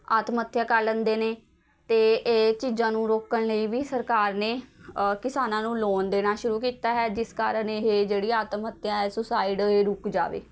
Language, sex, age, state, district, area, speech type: Punjabi, female, 18-30, Punjab, Patiala, urban, spontaneous